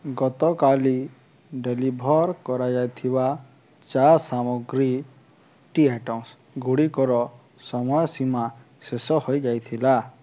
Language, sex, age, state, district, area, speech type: Odia, male, 18-30, Odisha, Subarnapur, rural, read